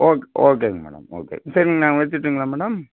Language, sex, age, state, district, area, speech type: Tamil, male, 30-45, Tamil Nadu, Coimbatore, urban, conversation